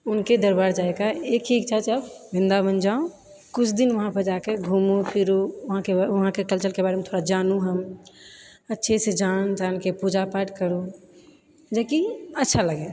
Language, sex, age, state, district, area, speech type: Maithili, female, 30-45, Bihar, Purnia, rural, spontaneous